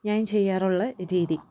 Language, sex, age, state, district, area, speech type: Malayalam, female, 30-45, Kerala, Idukki, rural, spontaneous